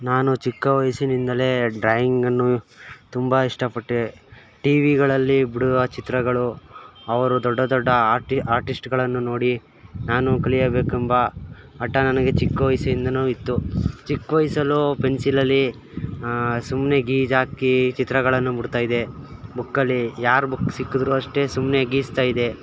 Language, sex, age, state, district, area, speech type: Kannada, male, 18-30, Karnataka, Mysore, urban, spontaneous